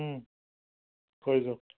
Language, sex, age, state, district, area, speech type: Assamese, male, 45-60, Assam, Charaideo, rural, conversation